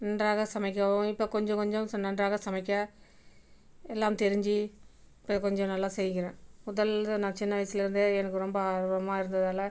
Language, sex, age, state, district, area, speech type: Tamil, female, 45-60, Tamil Nadu, Viluppuram, rural, spontaneous